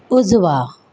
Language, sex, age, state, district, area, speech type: Marathi, female, 45-60, Maharashtra, Mumbai Suburban, urban, read